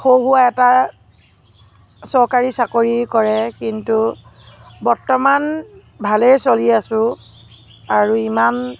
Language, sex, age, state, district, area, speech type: Assamese, female, 45-60, Assam, Nagaon, rural, spontaneous